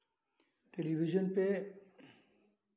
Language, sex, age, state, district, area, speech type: Hindi, male, 30-45, Uttar Pradesh, Chandauli, rural, spontaneous